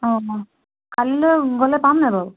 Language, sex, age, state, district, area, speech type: Assamese, female, 45-60, Assam, Charaideo, rural, conversation